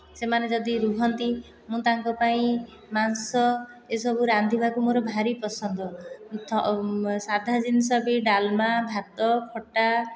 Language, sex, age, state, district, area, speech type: Odia, female, 30-45, Odisha, Khordha, rural, spontaneous